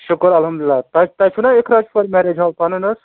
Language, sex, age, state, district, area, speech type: Kashmiri, male, 30-45, Jammu and Kashmir, Srinagar, urban, conversation